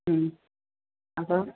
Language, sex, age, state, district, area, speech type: Malayalam, female, 45-60, Kerala, Kollam, rural, conversation